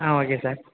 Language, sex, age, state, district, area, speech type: Tamil, male, 18-30, Tamil Nadu, Nagapattinam, rural, conversation